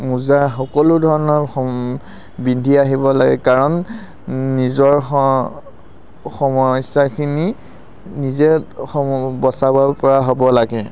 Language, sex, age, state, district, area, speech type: Assamese, male, 18-30, Assam, Sivasagar, urban, spontaneous